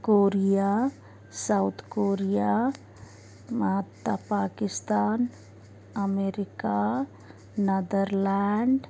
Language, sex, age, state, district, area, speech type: Kannada, female, 30-45, Karnataka, Bidar, urban, spontaneous